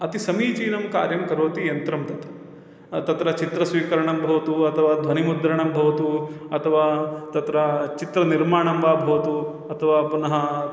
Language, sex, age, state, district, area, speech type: Sanskrit, male, 30-45, Kerala, Thrissur, urban, spontaneous